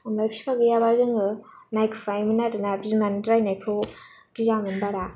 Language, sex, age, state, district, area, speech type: Bodo, female, 18-30, Assam, Kokrajhar, urban, spontaneous